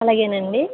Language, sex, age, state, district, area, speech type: Telugu, female, 18-30, Andhra Pradesh, West Godavari, rural, conversation